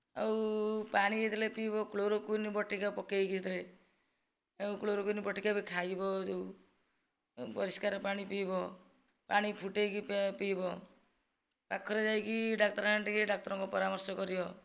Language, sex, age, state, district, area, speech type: Odia, female, 45-60, Odisha, Nayagarh, rural, spontaneous